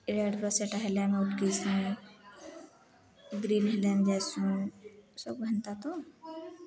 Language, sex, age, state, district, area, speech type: Odia, female, 18-30, Odisha, Subarnapur, urban, spontaneous